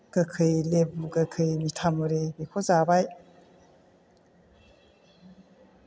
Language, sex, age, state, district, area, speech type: Bodo, female, 60+, Assam, Chirang, rural, spontaneous